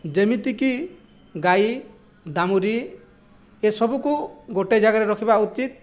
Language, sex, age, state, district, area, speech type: Odia, male, 45-60, Odisha, Jajpur, rural, spontaneous